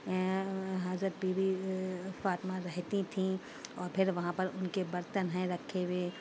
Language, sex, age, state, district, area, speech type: Urdu, female, 30-45, Uttar Pradesh, Shahjahanpur, urban, spontaneous